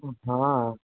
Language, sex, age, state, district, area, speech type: Hindi, male, 30-45, Madhya Pradesh, Harda, urban, conversation